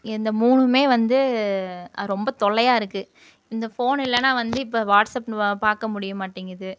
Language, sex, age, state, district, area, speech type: Tamil, female, 30-45, Tamil Nadu, Coimbatore, rural, spontaneous